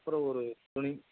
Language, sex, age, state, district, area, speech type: Tamil, male, 45-60, Tamil Nadu, Tenkasi, urban, conversation